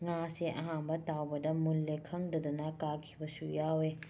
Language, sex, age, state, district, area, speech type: Manipuri, female, 45-60, Manipur, Imphal West, urban, spontaneous